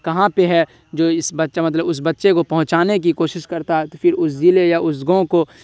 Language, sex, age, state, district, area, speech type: Urdu, male, 18-30, Bihar, Darbhanga, rural, spontaneous